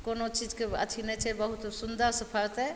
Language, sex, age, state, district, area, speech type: Maithili, female, 45-60, Bihar, Begusarai, urban, spontaneous